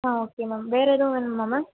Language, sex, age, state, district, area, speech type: Tamil, female, 18-30, Tamil Nadu, Sivaganga, rural, conversation